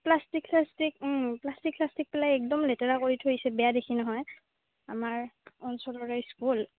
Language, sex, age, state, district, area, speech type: Assamese, female, 18-30, Assam, Goalpara, urban, conversation